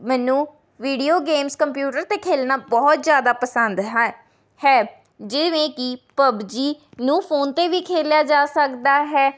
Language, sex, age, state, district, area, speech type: Punjabi, female, 18-30, Punjab, Rupnagar, rural, spontaneous